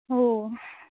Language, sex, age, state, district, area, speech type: Goan Konkani, female, 18-30, Goa, Quepem, rural, conversation